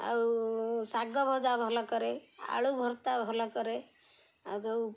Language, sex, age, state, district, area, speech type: Odia, female, 60+, Odisha, Jagatsinghpur, rural, spontaneous